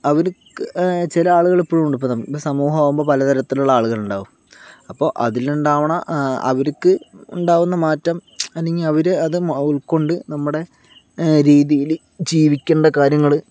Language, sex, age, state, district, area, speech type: Malayalam, male, 30-45, Kerala, Palakkad, rural, spontaneous